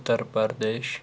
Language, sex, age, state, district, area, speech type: Kashmiri, male, 30-45, Jammu and Kashmir, Anantnag, rural, spontaneous